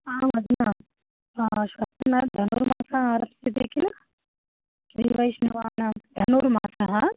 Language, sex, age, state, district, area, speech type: Sanskrit, female, 30-45, Telangana, Ranga Reddy, urban, conversation